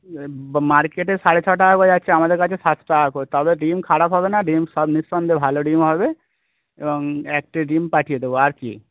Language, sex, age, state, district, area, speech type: Bengali, male, 30-45, West Bengal, Birbhum, urban, conversation